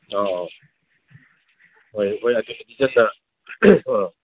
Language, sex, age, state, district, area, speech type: Manipuri, male, 45-60, Manipur, Imphal East, rural, conversation